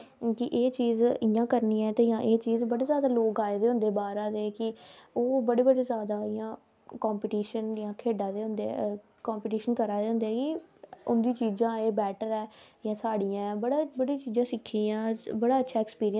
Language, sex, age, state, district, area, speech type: Dogri, female, 18-30, Jammu and Kashmir, Samba, rural, spontaneous